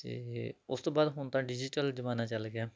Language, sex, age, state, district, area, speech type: Punjabi, male, 30-45, Punjab, Tarn Taran, rural, spontaneous